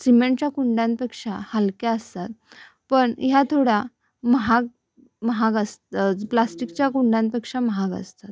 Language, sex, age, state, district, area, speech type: Marathi, female, 18-30, Maharashtra, Sangli, urban, spontaneous